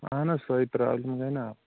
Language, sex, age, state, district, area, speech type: Kashmiri, male, 30-45, Jammu and Kashmir, Shopian, rural, conversation